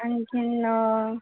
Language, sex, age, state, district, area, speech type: Marathi, female, 30-45, Maharashtra, Akola, rural, conversation